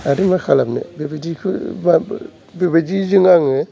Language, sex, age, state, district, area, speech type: Bodo, male, 45-60, Assam, Kokrajhar, urban, spontaneous